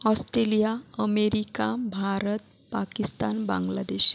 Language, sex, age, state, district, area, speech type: Marathi, female, 30-45, Maharashtra, Buldhana, rural, spontaneous